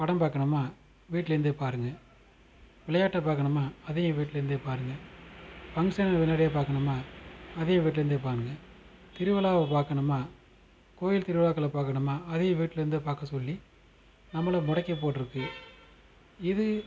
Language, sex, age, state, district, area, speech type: Tamil, male, 30-45, Tamil Nadu, Madurai, urban, spontaneous